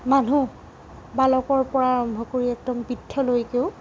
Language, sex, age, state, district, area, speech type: Assamese, female, 60+, Assam, Nagaon, rural, spontaneous